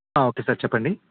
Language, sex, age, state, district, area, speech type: Telugu, male, 18-30, Andhra Pradesh, Nellore, rural, conversation